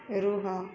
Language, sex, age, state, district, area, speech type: Odia, female, 45-60, Odisha, Ganjam, urban, read